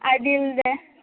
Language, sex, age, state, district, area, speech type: Kannada, female, 18-30, Karnataka, Mandya, rural, conversation